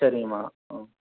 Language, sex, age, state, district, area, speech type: Tamil, male, 30-45, Tamil Nadu, Salem, rural, conversation